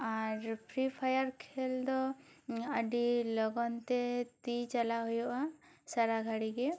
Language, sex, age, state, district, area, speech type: Santali, female, 18-30, West Bengal, Bankura, rural, spontaneous